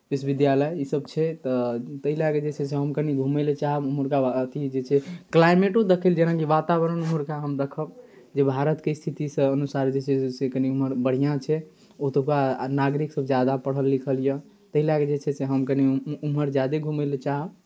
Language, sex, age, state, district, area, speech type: Maithili, male, 18-30, Bihar, Darbhanga, rural, spontaneous